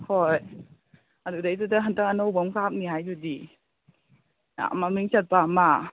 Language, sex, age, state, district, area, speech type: Manipuri, female, 45-60, Manipur, Imphal East, rural, conversation